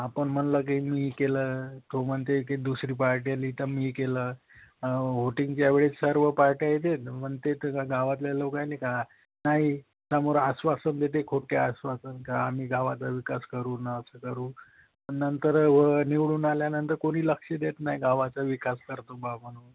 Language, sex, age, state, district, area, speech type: Marathi, male, 30-45, Maharashtra, Nagpur, rural, conversation